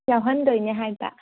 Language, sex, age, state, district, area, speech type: Manipuri, female, 45-60, Manipur, Imphal West, urban, conversation